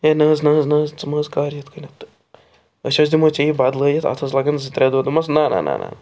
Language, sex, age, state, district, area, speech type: Kashmiri, male, 45-60, Jammu and Kashmir, Srinagar, urban, spontaneous